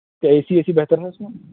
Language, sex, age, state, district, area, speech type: Urdu, male, 18-30, Bihar, Purnia, rural, conversation